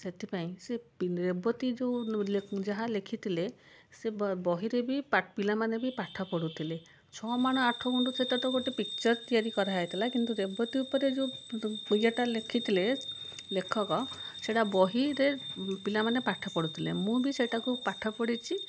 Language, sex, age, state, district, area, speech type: Odia, female, 45-60, Odisha, Cuttack, urban, spontaneous